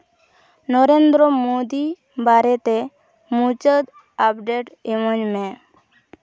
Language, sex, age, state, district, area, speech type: Santali, female, 18-30, West Bengal, Purulia, rural, read